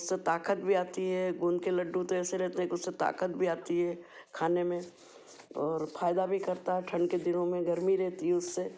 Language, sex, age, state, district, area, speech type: Hindi, female, 60+, Madhya Pradesh, Ujjain, urban, spontaneous